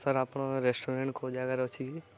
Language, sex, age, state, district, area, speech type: Odia, male, 18-30, Odisha, Koraput, urban, spontaneous